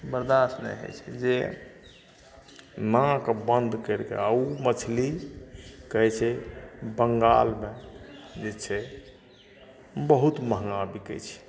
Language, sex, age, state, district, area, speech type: Maithili, male, 60+, Bihar, Madhepura, urban, spontaneous